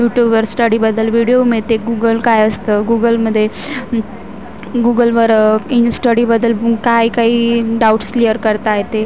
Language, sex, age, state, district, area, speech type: Marathi, female, 18-30, Maharashtra, Wardha, rural, spontaneous